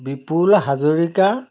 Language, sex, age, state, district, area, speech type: Assamese, male, 45-60, Assam, Jorhat, urban, spontaneous